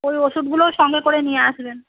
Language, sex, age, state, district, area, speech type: Bengali, female, 30-45, West Bengal, Darjeeling, rural, conversation